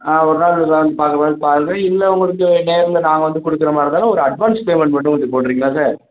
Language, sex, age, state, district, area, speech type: Tamil, male, 18-30, Tamil Nadu, Thanjavur, rural, conversation